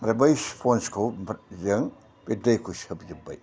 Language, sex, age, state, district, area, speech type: Bodo, male, 60+, Assam, Udalguri, urban, spontaneous